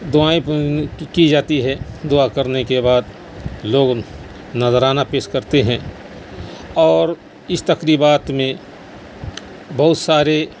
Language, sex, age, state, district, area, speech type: Urdu, male, 45-60, Bihar, Saharsa, rural, spontaneous